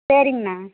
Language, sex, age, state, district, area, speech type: Tamil, female, 60+, Tamil Nadu, Erode, urban, conversation